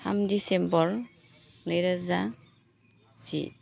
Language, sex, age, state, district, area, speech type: Bodo, female, 30-45, Assam, Baksa, rural, spontaneous